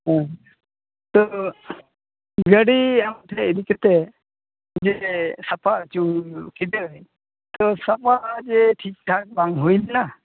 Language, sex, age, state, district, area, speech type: Santali, male, 45-60, West Bengal, Malda, rural, conversation